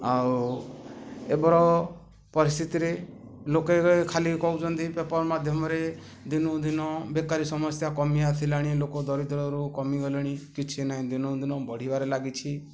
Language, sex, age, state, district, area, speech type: Odia, male, 45-60, Odisha, Ganjam, urban, spontaneous